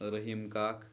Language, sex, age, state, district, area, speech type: Kashmiri, male, 18-30, Jammu and Kashmir, Pulwama, rural, spontaneous